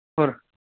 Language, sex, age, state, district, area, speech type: Kannada, male, 18-30, Karnataka, Belgaum, rural, conversation